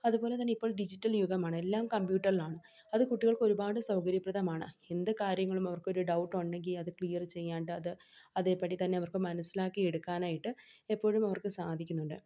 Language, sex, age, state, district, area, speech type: Malayalam, female, 18-30, Kerala, Palakkad, rural, spontaneous